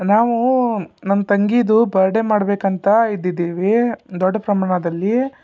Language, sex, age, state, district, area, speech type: Kannada, male, 30-45, Karnataka, Shimoga, rural, spontaneous